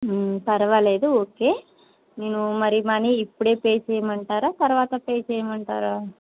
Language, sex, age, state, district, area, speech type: Telugu, female, 30-45, Telangana, Bhadradri Kothagudem, urban, conversation